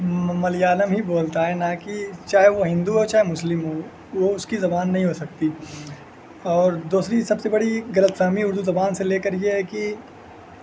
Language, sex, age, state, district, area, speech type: Urdu, male, 18-30, Uttar Pradesh, Azamgarh, rural, spontaneous